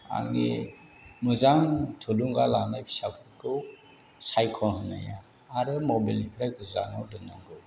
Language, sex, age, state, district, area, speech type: Bodo, male, 60+, Assam, Chirang, rural, spontaneous